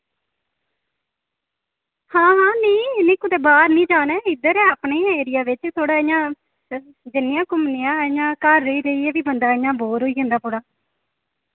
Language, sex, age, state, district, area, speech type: Dogri, female, 18-30, Jammu and Kashmir, Reasi, rural, conversation